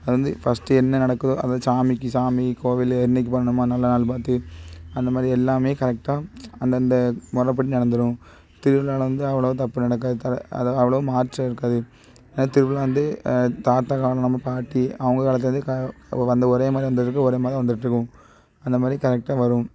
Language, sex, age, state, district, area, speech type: Tamil, male, 30-45, Tamil Nadu, Thoothukudi, rural, spontaneous